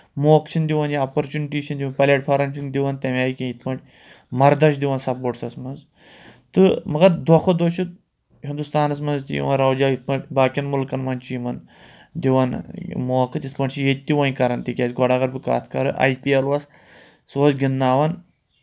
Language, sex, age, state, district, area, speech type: Kashmiri, male, 18-30, Jammu and Kashmir, Shopian, rural, spontaneous